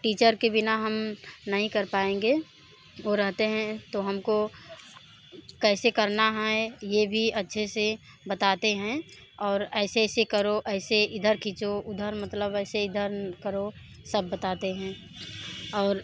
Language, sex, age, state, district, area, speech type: Hindi, female, 45-60, Uttar Pradesh, Mirzapur, rural, spontaneous